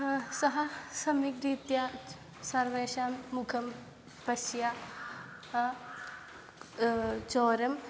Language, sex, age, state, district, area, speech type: Sanskrit, female, 18-30, Kerala, Kannur, urban, spontaneous